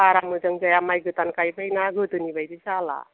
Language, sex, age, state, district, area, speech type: Bodo, female, 60+, Assam, Chirang, rural, conversation